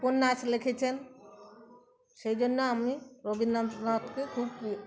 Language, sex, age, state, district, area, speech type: Bengali, female, 45-60, West Bengal, Uttar Dinajpur, rural, spontaneous